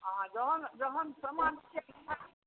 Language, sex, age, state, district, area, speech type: Maithili, male, 60+, Bihar, Darbhanga, rural, conversation